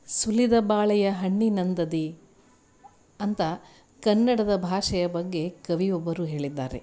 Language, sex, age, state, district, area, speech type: Kannada, female, 45-60, Karnataka, Gulbarga, urban, spontaneous